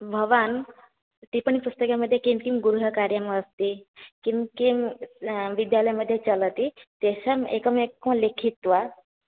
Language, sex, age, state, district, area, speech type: Sanskrit, female, 18-30, Odisha, Cuttack, rural, conversation